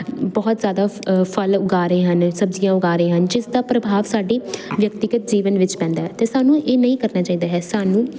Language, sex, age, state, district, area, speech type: Punjabi, female, 18-30, Punjab, Jalandhar, urban, spontaneous